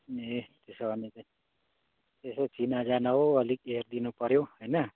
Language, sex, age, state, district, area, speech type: Nepali, male, 45-60, West Bengal, Kalimpong, rural, conversation